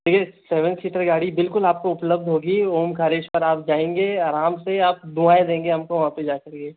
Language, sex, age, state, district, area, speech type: Hindi, male, 30-45, Rajasthan, Jaipur, urban, conversation